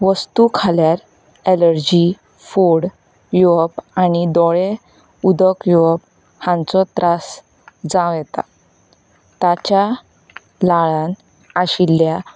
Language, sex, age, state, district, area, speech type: Goan Konkani, female, 18-30, Goa, Ponda, rural, spontaneous